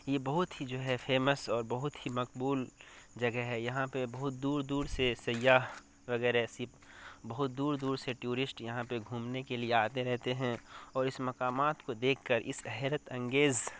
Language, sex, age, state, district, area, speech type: Urdu, male, 18-30, Bihar, Darbhanga, rural, spontaneous